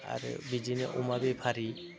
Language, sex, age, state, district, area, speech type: Bodo, male, 45-60, Assam, Chirang, rural, spontaneous